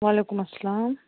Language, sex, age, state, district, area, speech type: Kashmiri, female, 30-45, Jammu and Kashmir, Baramulla, rural, conversation